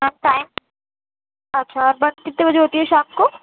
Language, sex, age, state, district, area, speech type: Urdu, female, 18-30, Uttar Pradesh, Gautam Buddha Nagar, urban, conversation